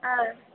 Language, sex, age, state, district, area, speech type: Tamil, female, 18-30, Tamil Nadu, Pudukkottai, rural, conversation